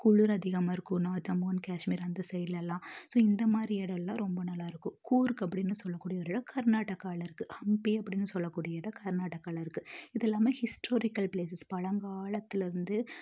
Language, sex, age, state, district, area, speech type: Tamil, female, 30-45, Tamil Nadu, Tiruppur, rural, spontaneous